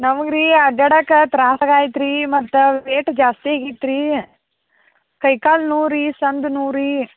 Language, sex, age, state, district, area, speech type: Kannada, female, 60+, Karnataka, Belgaum, rural, conversation